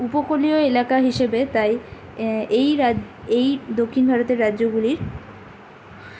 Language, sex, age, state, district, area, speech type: Bengali, female, 30-45, West Bengal, Purulia, urban, spontaneous